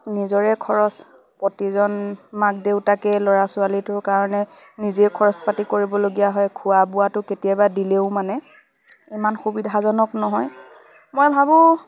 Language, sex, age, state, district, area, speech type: Assamese, female, 18-30, Assam, Lakhimpur, rural, spontaneous